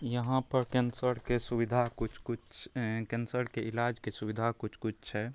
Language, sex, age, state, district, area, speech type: Maithili, male, 18-30, Bihar, Araria, rural, spontaneous